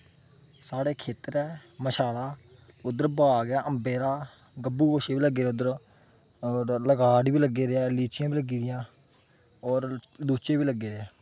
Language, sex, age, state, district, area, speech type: Dogri, male, 18-30, Jammu and Kashmir, Kathua, rural, spontaneous